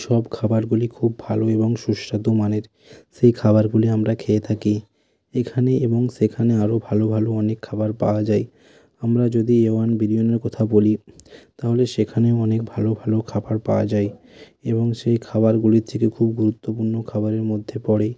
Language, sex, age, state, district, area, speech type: Bengali, male, 30-45, West Bengal, Hooghly, urban, spontaneous